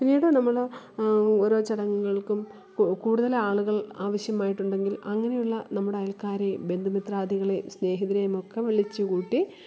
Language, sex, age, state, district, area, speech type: Malayalam, female, 30-45, Kerala, Kollam, rural, spontaneous